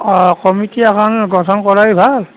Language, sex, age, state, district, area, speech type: Assamese, male, 60+, Assam, Nalbari, rural, conversation